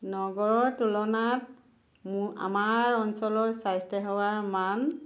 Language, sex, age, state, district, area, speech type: Assamese, female, 45-60, Assam, Lakhimpur, rural, spontaneous